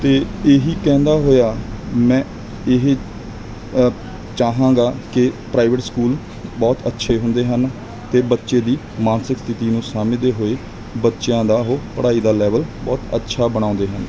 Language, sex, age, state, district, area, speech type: Punjabi, male, 30-45, Punjab, Mansa, urban, spontaneous